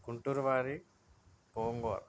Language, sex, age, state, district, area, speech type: Telugu, male, 60+, Andhra Pradesh, East Godavari, urban, spontaneous